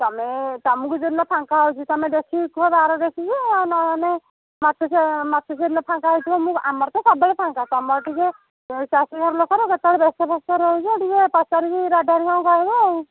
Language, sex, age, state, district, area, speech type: Odia, female, 30-45, Odisha, Kendujhar, urban, conversation